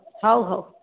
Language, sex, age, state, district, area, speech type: Odia, female, 60+, Odisha, Jajpur, rural, conversation